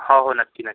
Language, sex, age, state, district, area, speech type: Marathi, male, 30-45, Maharashtra, Yavatmal, urban, conversation